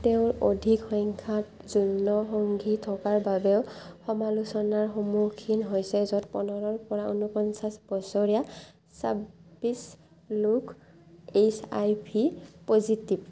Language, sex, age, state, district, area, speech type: Assamese, female, 18-30, Assam, Barpeta, rural, read